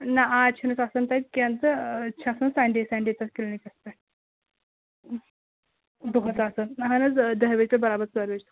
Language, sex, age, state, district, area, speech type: Kashmiri, female, 18-30, Jammu and Kashmir, Anantnag, rural, conversation